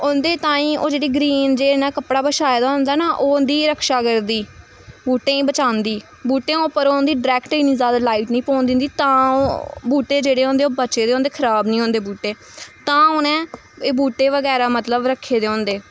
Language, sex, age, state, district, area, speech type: Dogri, female, 18-30, Jammu and Kashmir, Samba, rural, spontaneous